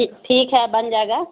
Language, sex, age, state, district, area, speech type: Urdu, female, 45-60, Bihar, Gaya, urban, conversation